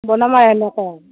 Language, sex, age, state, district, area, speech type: Assamese, female, 60+, Assam, Darrang, rural, conversation